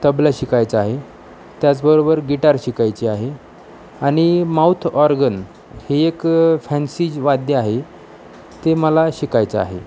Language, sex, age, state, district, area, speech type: Marathi, male, 30-45, Maharashtra, Osmanabad, rural, spontaneous